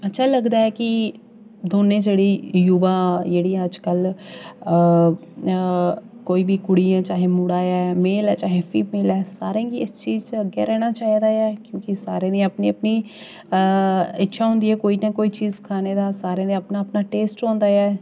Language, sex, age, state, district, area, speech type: Dogri, female, 18-30, Jammu and Kashmir, Jammu, rural, spontaneous